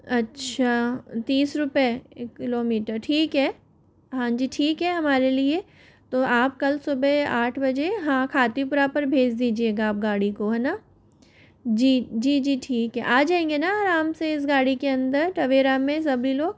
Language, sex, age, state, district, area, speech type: Hindi, female, 30-45, Rajasthan, Jaipur, urban, spontaneous